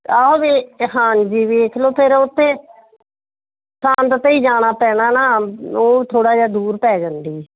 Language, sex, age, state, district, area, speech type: Punjabi, female, 45-60, Punjab, Firozpur, rural, conversation